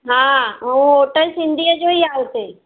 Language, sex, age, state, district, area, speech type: Sindhi, female, 30-45, Maharashtra, Mumbai Suburban, urban, conversation